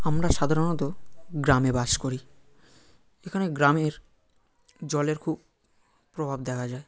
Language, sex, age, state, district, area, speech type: Bengali, male, 18-30, West Bengal, South 24 Parganas, rural, spontaneous